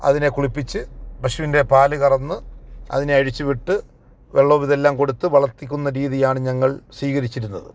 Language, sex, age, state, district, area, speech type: Malayalam, male, 45-60, Kerala, Kollam, rural, spontaneous